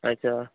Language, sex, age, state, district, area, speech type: Hindi, male, 18-30, Madhya Pradesh, Jabalpur, urban, conversation